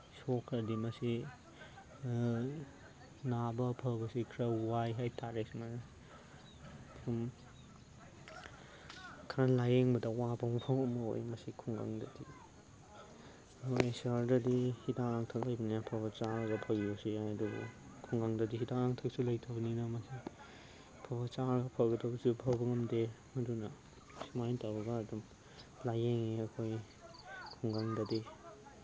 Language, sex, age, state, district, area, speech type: Manipuri, male, 30-45, Manipur, Chandel, rural, spontaneous